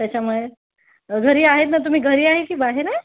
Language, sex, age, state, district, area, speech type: Marathi, female, 18-30, Maharashtra, Yavatmal, rural, conversation